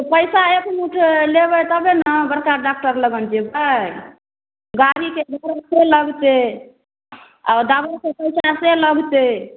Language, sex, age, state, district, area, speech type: Maithili, female, 30-45, Bihar, Darbhanga, rural, conversation